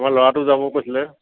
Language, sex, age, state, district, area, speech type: Assamese, male, 45-60, Assam, Tinsukia, urban, conversation